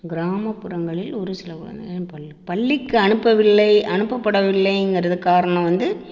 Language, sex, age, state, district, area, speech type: Tamil, female, 60+, Tamil Nadu, Namakkal, rural, spontaneous